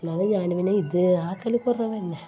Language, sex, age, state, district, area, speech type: Malayalam, female, 45-60, Kerala, Kasaragod, urban, spontaneous